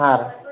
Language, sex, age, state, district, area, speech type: Kannada, male, 18-30, Karnataka, Gulbarga, urban, conversation